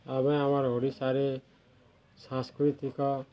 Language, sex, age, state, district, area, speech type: Odia, male, 30-45, Odisha, Balangir, urban, spontaneous